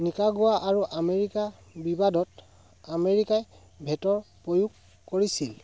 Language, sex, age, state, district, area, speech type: Assamese, male, 30-45, Assam, Sivasagar, rural, spontaneous